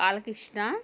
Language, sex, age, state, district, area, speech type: Telugu, female, 30-45, Andhra Pradesh, Kadapa, rural, spontaneous